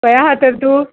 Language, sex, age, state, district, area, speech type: Goan Konkani, female, 45-60, Goa, Murmgao, urban, conversation